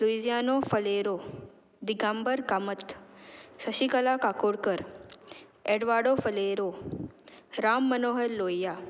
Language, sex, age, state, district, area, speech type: Goan Konkani, female, 18-30, Goa, Murmgao, urban, spontaneous